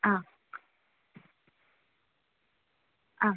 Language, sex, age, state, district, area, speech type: Malayalam, female, 30-45, Kerala, Kannur, urban, conversation